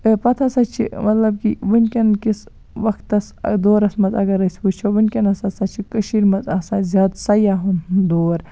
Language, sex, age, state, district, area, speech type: Kashmiri, female, 18-30, Jammu and Kashmir, Baramulla, rural, spontaneous